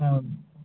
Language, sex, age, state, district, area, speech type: Kannada, male, 18-30, Karnataka, Chitradurga, rural, conversation